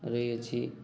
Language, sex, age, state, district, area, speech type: Odia, male, 18-30, Odisha, Mayurbhanj, rural, spontaneous